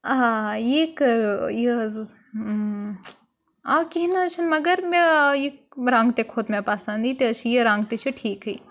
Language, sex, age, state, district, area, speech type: Kashmiri, female, 18-30, Jammu and Kashmir, Kupwara, urban, spontaneous